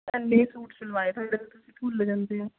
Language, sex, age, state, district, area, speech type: Punjabi, female, 30-45, Punjab, Mohali, urban, conversation